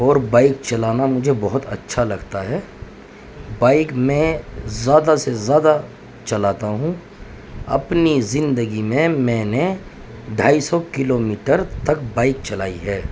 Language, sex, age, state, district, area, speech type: Urdu, male, 30-45, Uttar Pradesh, Muzaffarnagar, urban, spontaneous